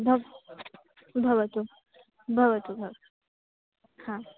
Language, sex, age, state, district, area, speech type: Sanskrit, female, 18-30, Maharashtra, Mumbai Suburban, urban, conversation